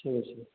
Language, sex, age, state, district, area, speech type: Odia, male, 30-45, Odisha, Sambalpur, rural, conversation